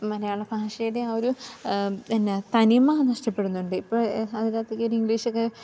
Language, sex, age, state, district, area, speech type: Malayalam, female, 18-30, Kerala, Idukki, rural, spontaneous